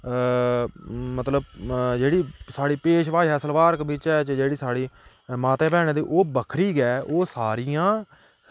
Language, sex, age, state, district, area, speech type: Dogri, male, 18-30, Jammu and Kashmir, Udhampur, rural, spontaneous